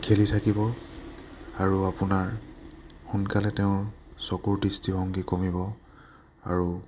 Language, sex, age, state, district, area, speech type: Assamese, male, 18-30, Assam, Lakhimpur, urban, spontaneous